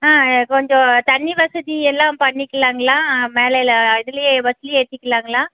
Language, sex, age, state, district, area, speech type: Tamil, female, 30-45, Tamil Nadu, Erode, rural, conversation